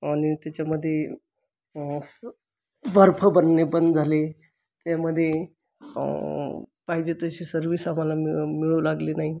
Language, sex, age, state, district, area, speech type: Marathi, male, 45-60, Maharashtra, Buldhana, urban, spontaneous